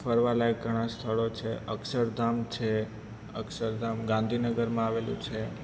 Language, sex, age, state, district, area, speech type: Gujarati, male, 18-30, Gujarat, Ahmedabad, urban, spontaneous